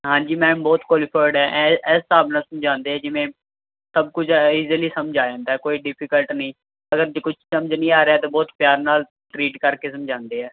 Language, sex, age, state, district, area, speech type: Punjabi, male, 18-30, Punjab, Muktsar, urban, conversation